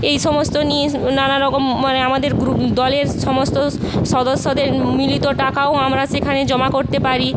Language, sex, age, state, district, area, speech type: Bengali, female, 45-60, West Bengal, Paschim Medinipur, rural, spontaneous